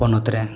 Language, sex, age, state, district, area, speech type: Santali, male, 18-30, Jharkhand, East Singhbhum, rural, spontaneous